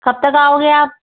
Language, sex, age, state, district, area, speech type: Hindi, female, 30-45, Madhya Pradesh, Gwalior, urban, conversation